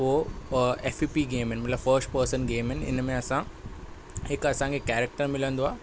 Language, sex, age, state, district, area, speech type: Sindhi, male, 18-30, Maharashtra, Thane, urban, spontaneous